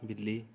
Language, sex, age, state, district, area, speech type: Punjabi, male, 18-30, Punjab, Rupnagar, rural, read